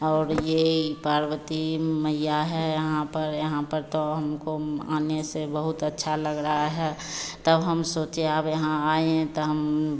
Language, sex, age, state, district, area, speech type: Hindi, female, 45-60, Bihar, Begusarai, urban, spontaneous